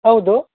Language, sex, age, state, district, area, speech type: Kannada, male, 30-45, Karnataka, Uttara Kannada, rural, conversation